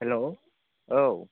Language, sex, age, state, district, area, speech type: Bodo, male, 30-45, Assam, Chirang, rural, conversation